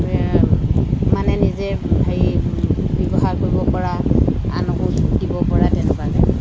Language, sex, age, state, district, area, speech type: Assamese, female, 60+, Assam, Dibrugarh, rural, spontaneous